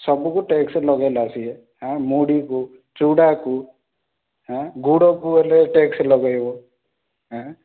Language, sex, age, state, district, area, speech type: Odia, male, 18-30, Odisha, Rayagada, urban, conversation